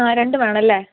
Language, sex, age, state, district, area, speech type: Malayalam, female, 18-30, Kerala, Kozhikode, rural, conversation